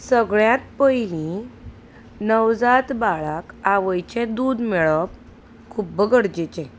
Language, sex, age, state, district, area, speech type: Goan Konkani, female, 30-45, Goa, Salcete, rural, spontaneous